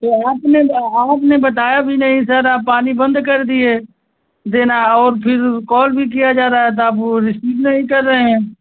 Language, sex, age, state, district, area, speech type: Hindi, male, 18-30, Uttar Pradesh, Azamgarh, rural, conversation